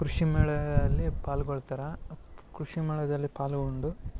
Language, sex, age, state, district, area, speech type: Kannada, male, 18-30, Karnataka, Dharwad, rural, spontaneous